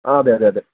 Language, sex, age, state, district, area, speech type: Malayalam, male, 18-30, Kerala, Pathanamthitta, rural, conversation